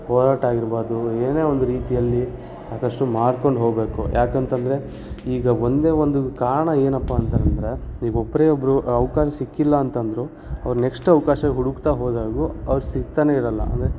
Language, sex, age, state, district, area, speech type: Kannada, male, 18-30, Karnataka, Shimoga, rural, spontaneous